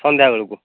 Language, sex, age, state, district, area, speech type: Odia, male, 30-45, Odisha, Nayagarh, rural, conversation